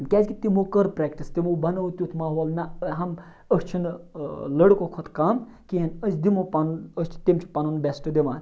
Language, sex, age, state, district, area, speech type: Kashmiri, male, 30-45, Jammu and Kashmir, Ganderbal, rural, spontaneous